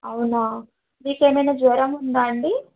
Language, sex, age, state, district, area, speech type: Telugu, female, 30-45, Telangana, Khammam, urban, conversation